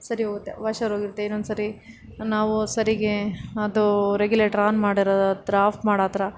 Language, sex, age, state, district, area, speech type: Kannada, female, 30-45, Karnataka, Ramanagara, urban, spontaneous